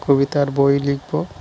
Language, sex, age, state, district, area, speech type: Bengali, male, 30-45, West Bengal, Dakshin Dinajpur, urban, spontaneous